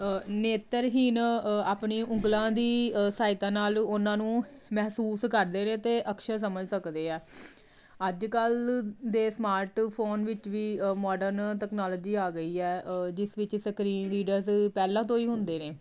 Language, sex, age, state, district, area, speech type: Punjabi, female, 30-45, Punjab, Jalandhar, urban, spontaneous